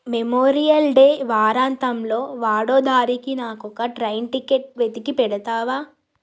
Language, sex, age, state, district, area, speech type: Telugu, female, 18-30, Telangana, Jagtial, urban, read